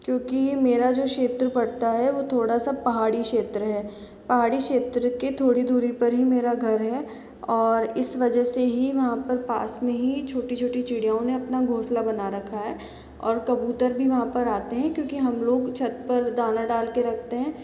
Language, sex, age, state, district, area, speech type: Hindi, female, 60+, Rajasthan, Jaipur, urban, spontaneous